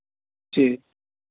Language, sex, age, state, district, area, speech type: Hindi, male, 18-30, Bihar, Vaishali, rural, conversation